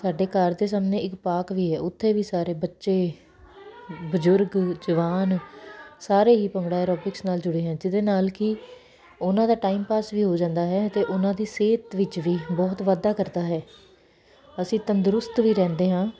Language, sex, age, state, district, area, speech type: Punjabi, female, 30-45, Punjab, Kapurthala, urban, spontaneous